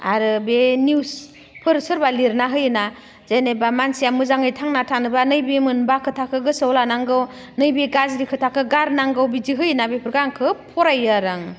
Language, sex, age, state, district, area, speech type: Bodo, female, 45-60, Assam, Udalguri, rural, spontaneous